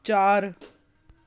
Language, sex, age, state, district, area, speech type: Punjabi, male, 18-30, Punjab, Patiala, urban, read